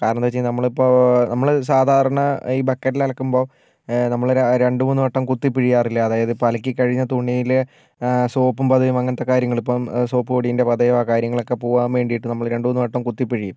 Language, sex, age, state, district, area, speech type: Malayalam, male, 45-60, Kerala, Wayanad, rural, spontaneous